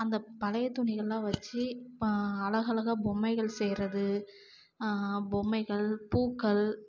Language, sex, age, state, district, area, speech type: Tamil, female, 18-30, Tamil Nadu, Namakkal, urban, spontaneous